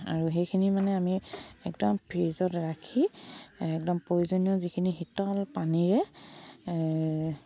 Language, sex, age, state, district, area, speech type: Assamese, female, 30-45, Assam, Charaideo, rural, spontaneous